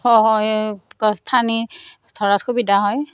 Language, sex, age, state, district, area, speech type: Assamese, female, 45-60, Assam, Darrang, rural, spontaneous